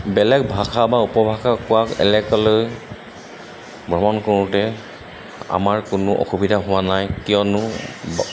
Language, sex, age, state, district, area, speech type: Assamese, male, 60+, Assam, Tinsukia, rural, spontaneous